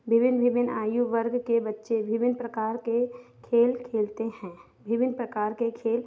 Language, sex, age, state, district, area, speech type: Hindi, female, 18-30, Madhya Pradesh, Chhindwara, urban, spontaneous